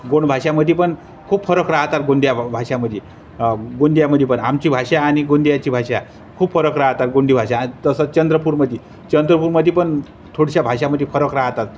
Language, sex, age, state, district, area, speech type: Marathi, male, 30-45, Maharashtra, Wardha, urban, spontaneous